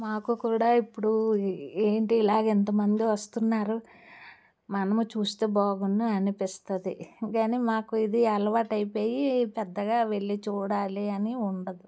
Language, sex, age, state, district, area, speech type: Telugu, female, 60+, Andhra Pradesh, Alluri Sitarama Raju, rural, spontaneous